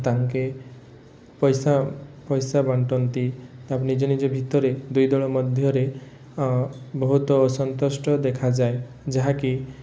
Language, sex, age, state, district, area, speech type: Odia, male, 18-30, Odisha, Rayagada, rural, spontaneous